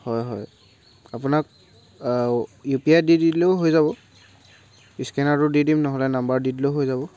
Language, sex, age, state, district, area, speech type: Assamese, male, 30-45, Assam, Charaideo, rural, spontaneous